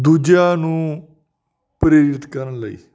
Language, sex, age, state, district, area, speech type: Punjabi, male, 45-60, Punjab, Faridkot, urban, spontaneous